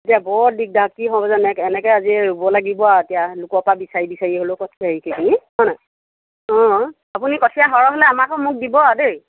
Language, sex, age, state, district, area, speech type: Assamese, female, 45-60, Assam, Sivasagar, rural, conversation